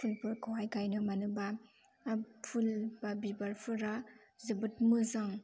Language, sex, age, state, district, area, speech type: Bodo, female, 18-30, Assam, Kokrajhar, rural, spontaneous